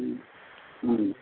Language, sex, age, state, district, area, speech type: Tamil, male, 60+, Tamil Nadu, Vellore, rural, conversation